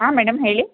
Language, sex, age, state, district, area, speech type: Kannada, female, 30-45, Karnataka, Hassan, rural, conversation